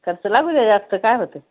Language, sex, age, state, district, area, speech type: Marathi, female, 60+, Maharashtra, Nanded, rural, conversation